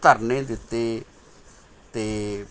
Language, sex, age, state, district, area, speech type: Punjabi, male, 60+, Punjab, Mohali, urban, spontaneous